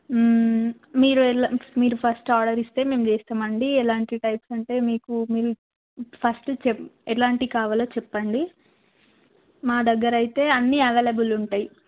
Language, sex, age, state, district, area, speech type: Telugu, female, 18-30, Telangana, Jayashankar, urban, conversation